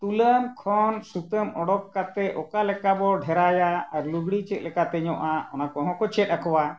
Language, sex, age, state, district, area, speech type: Santali, male, 60+, Jharkhand, Bokaro, rural, spontaneous